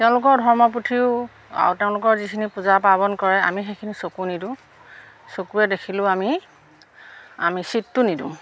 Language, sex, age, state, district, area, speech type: Assamese, female, 60+, Assam, Majuli, urban, spontaneous